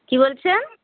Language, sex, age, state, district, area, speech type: Bengali, female, 45-60, West Bengal, Darjeeling, urban, conversation